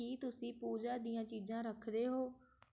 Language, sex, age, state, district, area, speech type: Punjabi, female, 18-30, Punjab, Shaheed Bhagat Singh Nagar, rural, read